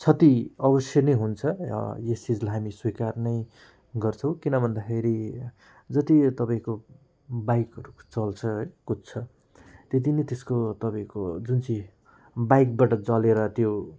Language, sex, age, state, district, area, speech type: Nepali, male, 45-60, West Bengal, Alipurduar, rural, spontaneous